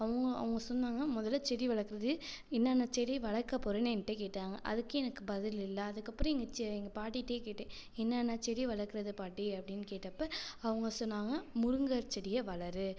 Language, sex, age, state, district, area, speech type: Tamil, female, 18-30, Tamil Nadu, Tiruchirappalli, rural, spontaneous